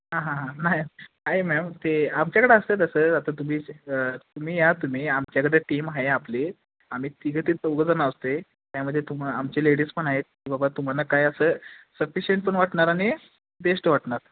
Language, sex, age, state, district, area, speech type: Marathi, male, 18-30, Maharashtra, Kolhapur, urban, conversation